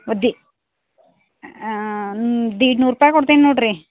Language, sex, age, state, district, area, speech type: Kannada, female, 60+, Karnataka, Belgaum, rural, conversation